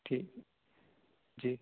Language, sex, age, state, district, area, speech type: Hindi, male, 18-30, Madhya Pradesh, Hoshangabad, urban, conversation